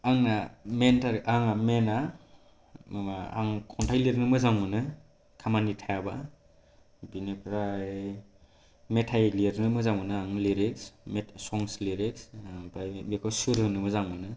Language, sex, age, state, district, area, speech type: Bodo, male, 18-30, Assam, Kokrajhar, urban, spontaneous